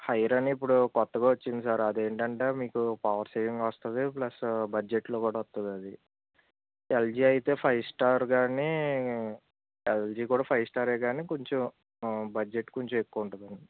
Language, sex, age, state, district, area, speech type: Telugu, male, 18-30, Andhra Pradesh, Eluru, rural, conversation